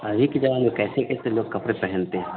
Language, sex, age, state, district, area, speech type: Hindi, male, 30-45, Bihar, Madhepura, rural, conversation